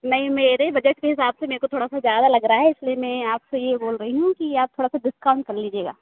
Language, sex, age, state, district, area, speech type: Hindi, female, 18-30, Madhya Pradesh, Hoshangabad, rural, conversation